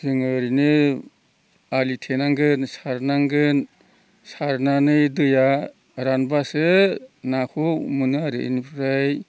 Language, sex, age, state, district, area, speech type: Bodo, male, 60+, Assam, Udalguri, rural, spontaneous